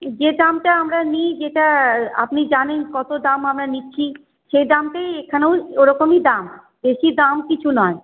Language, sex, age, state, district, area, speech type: Bengali, female, 30-45, West Bengal, Paschim Bardhaman, urban, conversation